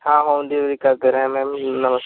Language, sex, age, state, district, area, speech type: Hindi, male, 18-30, Uttar Pradesh, Ghazipur, urban, conversation